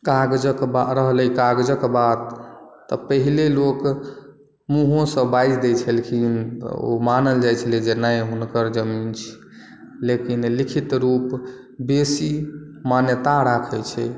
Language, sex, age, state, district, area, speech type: Maithili, male, 18-30, Bihar, Madhubani, rural, spontaneous